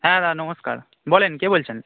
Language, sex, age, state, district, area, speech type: Bengali, male, 18-30, West Bengal, Darjeeling, rural, conversation